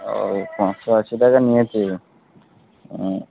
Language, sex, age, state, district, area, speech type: Bengali, male, 18-30, West Bengal, Darjeeling, urban, conversation